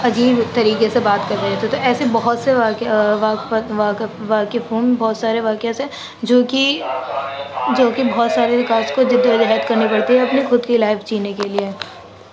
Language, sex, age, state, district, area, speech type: Urdu, female, 45-60, Uttar Pradesh, Gautam Buddha Nagar, urban, spontaneous